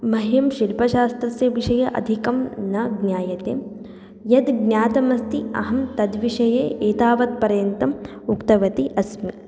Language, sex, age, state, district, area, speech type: Sanskrit, female, 18-30, Karnataka, Chitradurga, rural, spontaneous